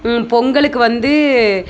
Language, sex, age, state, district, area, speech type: Tamil, female, 30-45, Tamil Nadu, Dharmapuri, rural, spontaneous